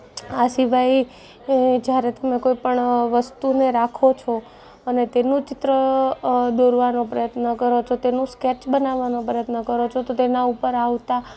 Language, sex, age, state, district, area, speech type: Gujarati, female, 30-45, Gujarat, Junagadh, urban, spontaneous